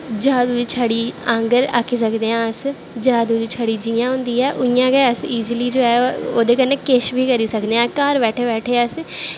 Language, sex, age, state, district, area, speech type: Dogri, female, 18-30, Jammu and Kashmir, Jammu, urban, spontaneous